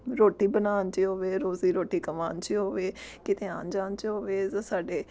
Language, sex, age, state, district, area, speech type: Punjabi, female, 30-45, Punjab, Amritsar, urban, spontaneous